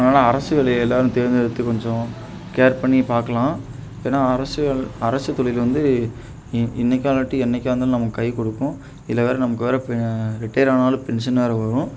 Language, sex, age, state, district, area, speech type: Tamil, male, 18-30, Tamil Nadu, Tiruchirappalli, rural, spontaneous